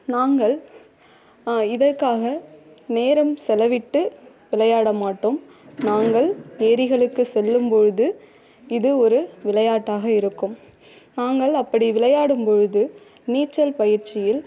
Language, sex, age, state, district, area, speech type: Tamil, female, 18-30, Tamil Nadu, Ariyalur, rural, spontaneous